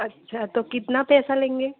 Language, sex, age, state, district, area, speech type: Hindi, female, 18-30, Uttar Pradesh, Prayagraj, urban, conversation